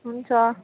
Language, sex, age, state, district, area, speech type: Nepali, female, 30-45, West Bengal, Jalpaiguri, urban, conversation